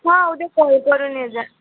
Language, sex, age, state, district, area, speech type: Marathi, female, 18-30, Maharashtra, Buldhana, rural, conversation